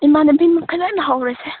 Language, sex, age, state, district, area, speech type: Manipuri, female, 18-30, Manipur, Chandel, rural, conversation